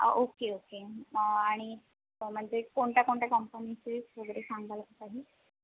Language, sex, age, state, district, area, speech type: Marathi, female, 18-30, Maharashtra, Sindhudurg, rural, conversation